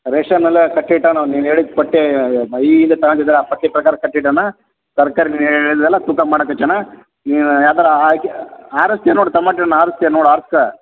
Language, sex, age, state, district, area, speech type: Kannada, male, 30-45, Karnataka, Bellary, rural, conversation